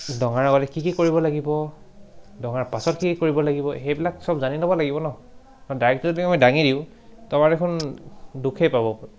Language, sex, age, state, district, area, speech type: Assamese, male, 18-30, Assam, Charaideo, urban, spontaneous